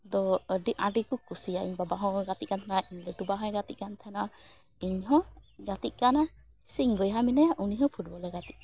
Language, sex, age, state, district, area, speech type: Santali, female, 18-30, West Bengal, Malda, rural, spontaneous